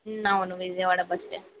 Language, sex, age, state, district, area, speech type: Telugu, female, 30-45, Andhra Pradesh, East Godavari, rural, conversation